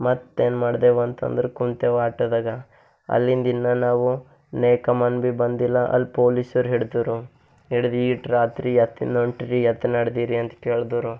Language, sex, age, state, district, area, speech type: Kannada, male, 18-30, Karnataka, Bidar, urban, spontaneous